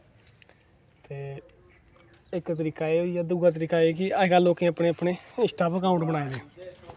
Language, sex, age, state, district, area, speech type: Dogri, male, 18-30, Jammu and Kashmir, Kathua, rural, spontaneous